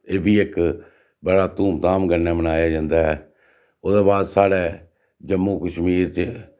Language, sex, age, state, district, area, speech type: Dogri, male, 60+, Jammu and Kashmir, Reasi, rural, spontaneous